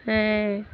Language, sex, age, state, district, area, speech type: Santali, female, 45-60, Jharkhand, Bokaro, rural, spontaneous